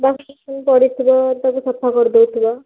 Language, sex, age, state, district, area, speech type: Odia, female, 18-30, Odisha, Bhadrak, rural, conversation